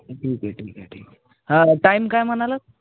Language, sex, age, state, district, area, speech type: Marathi, male, 18-30, Maharashtra, Osmanabad, rural, conversation